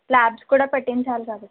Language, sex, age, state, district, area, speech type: Telugu, female, 45-60, Andhra Pradesh, East Godavari, rural, conversation